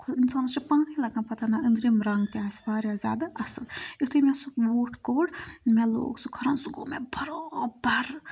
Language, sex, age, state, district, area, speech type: Kashmiri, female, 18-30, Jammu and Kashmir, Budgam, rural, spontaneous